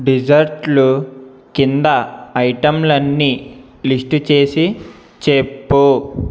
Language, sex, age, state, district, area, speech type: Telugu, male, 18-30, Andhra Pradesh, Eluru, urban, read